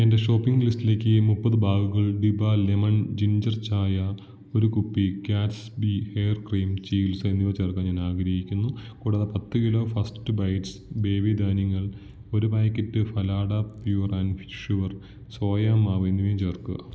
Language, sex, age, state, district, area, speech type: Malayalam, male, 18-30, Kerala, Idukki, rural, read